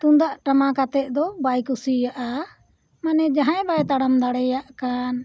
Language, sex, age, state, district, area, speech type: Santali, female, 60+, Jharkhand, Bokaro, rural, spontaneous